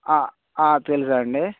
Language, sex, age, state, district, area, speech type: Telugu, male, 18-30, Telangana, Nirmal, rural, conversation